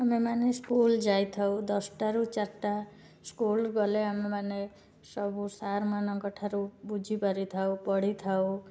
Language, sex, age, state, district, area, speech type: Odia, female, 18-30, Odisha, Cuttack, urban, spontaneous